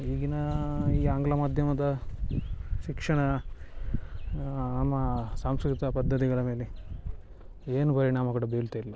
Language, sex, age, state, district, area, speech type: Kannada, male, 30-45, Karnataka, Dakshina Kannada, rural, spontaneous